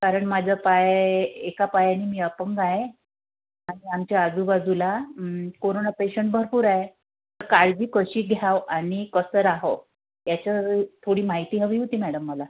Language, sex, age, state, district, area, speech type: Marathi, female, 30-45, Maharashtra, Amravati, urban, conversation